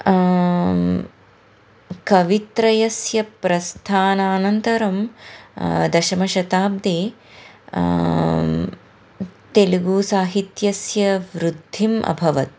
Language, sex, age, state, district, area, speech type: Sanskrit, female, 30-45, Karnataka, Bangalore Urban, urban, spontaneous